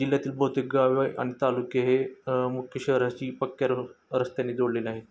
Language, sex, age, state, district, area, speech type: Marathi, male, 30-45, Maharashtra, Osmanabad, rural, spontaneous